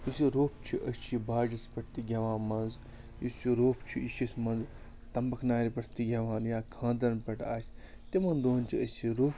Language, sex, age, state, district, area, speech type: Kashmiri, male, 30-45, Jammu and Kashmir, Srinagar, urban, spontaneous